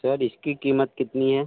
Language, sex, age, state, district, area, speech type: Hindi, male, 30-45, Uttar Pradesh, Sonbhadra, rural, conversation